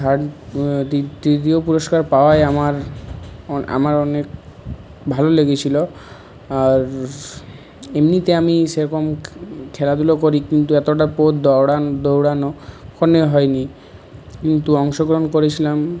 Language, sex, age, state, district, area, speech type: Bengali, male, 30-45, West Bengal, Purulia, urban, spontaneous